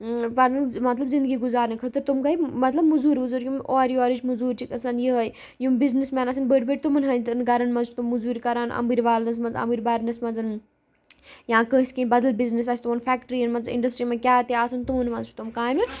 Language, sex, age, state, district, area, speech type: Kashmiri, female, 18-30, Jammu and Kashmir, Kupwara, rural, spontaneous